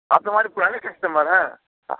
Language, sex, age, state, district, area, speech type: Hindi, male, 60+, Bihar, Muzaffarpur, rural, conversation